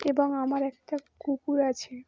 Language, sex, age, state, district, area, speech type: Bengali, female, 18-30, West Bengal, Uttar Dinajpur, urban, spontaneous